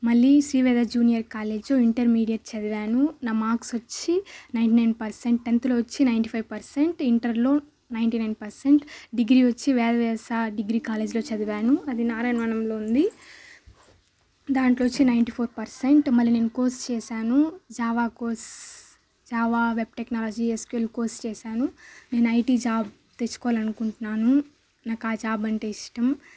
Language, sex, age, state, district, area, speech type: Telugu, female, 18-30, Andhra Pradesh, Sri Balaji, urban, spontaneous